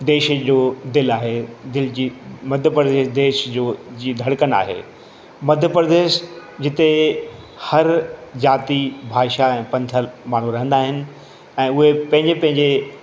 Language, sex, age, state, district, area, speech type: Sindhi, male, 60+, Madhya Pradesh, Katni, urban, spontaneous